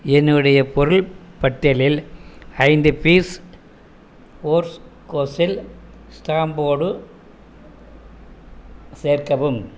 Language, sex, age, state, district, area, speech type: Tamil, male, 60+, Tamil Nadu, Erode, rural, read